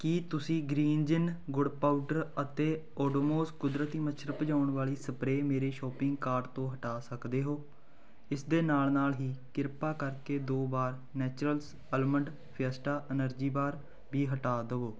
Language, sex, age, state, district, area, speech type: Punjabi, male, 18-30, Punjab, Fatehgarh Sahib, rural, read